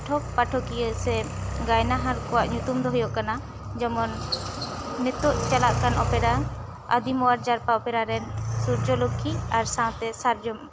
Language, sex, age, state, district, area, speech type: Santali, female, 18-30, West Bengal, Bankura, rural, spontaneous